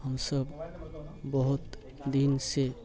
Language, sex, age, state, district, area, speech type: Maithili, male, 30-45, Bihar, Muzaffarpur, urban, spontaneous